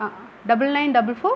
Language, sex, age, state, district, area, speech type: Tamil, female, 45-60, Tamil Nadu, Pudukkottai, rural, spontaneous